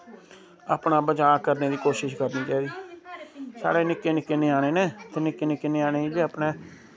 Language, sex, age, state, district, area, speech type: Dogri, male, 30-45, Jammu and Kashmir, Samba, rural, spontaneous